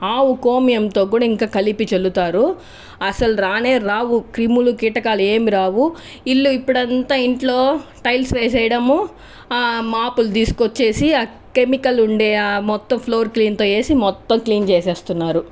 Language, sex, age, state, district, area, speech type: Telugu, female, 45-60, Andhra Pradesh, Chittoor, rural, spontaneous